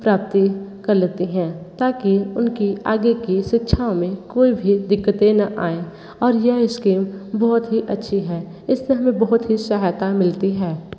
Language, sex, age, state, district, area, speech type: Hindi, female, 18-30, Uttar Pradesh, Sonbhadra, rural, spontaneous